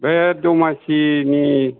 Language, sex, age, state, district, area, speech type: Bodo, male, 60+, Assam, Kokrajhar, rural, conversation